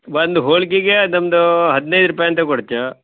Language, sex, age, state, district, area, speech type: Kannada, male, 45-60, Karnataka, Uttara Kannada, rural, conversation